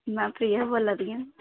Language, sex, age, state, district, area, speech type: Dogri, female, 18-30, Jammu and Kashmir, Jammu, rural, conversation